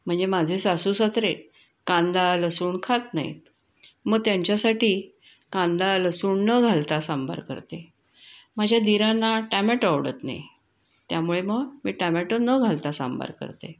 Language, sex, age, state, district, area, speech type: Marathi, female, 60+, Maharashtra, Pune, urban, spontaneous